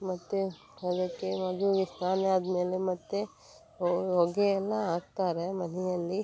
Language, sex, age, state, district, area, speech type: Kannada, female, 30-45, Karnataka, Dakshina Kannada, rural, spontaneous